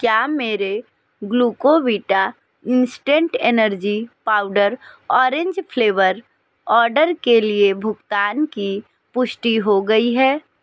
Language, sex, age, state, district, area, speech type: Hindi, female, 45-60, Uttar Pradesh, Sonbhadra, rural, read